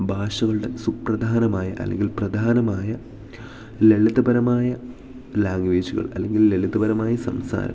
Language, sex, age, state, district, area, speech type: Malayalam, male, 18-30, Kerala, Idukki, rural, spontaneous